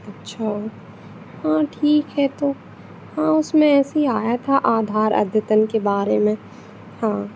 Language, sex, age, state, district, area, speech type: Hindi, female, 18-30, Madhya Pradesh, Narsinghpur, urban, spontaneous